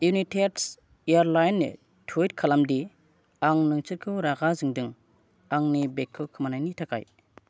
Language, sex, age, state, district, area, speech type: Bodo, male, 30-45, Assam, Kokrajhar, rural, read